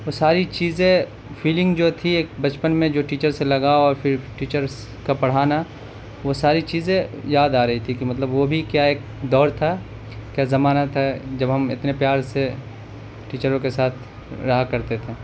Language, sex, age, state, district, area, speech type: Urdu, male, 30-45, Delhi, South Delhi, urban, spontaneous